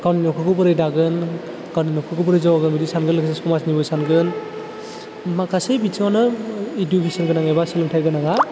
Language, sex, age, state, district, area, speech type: Bodo, male, 18-30, Assam, Chirang, urban, spontaneous